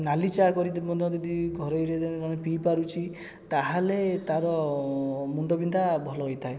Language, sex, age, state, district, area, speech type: Odia, male, 18-30, Odisha, Jajpur, rural, spontaneous